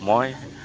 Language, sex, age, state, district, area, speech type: Assamese, male, 45-60, Assam, Goalpara, urban, spontaneous